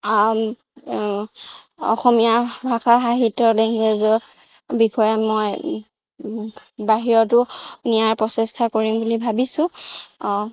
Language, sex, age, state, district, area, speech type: Assamese, female, 30-45, Assam, Morigaon, rural, spontaneous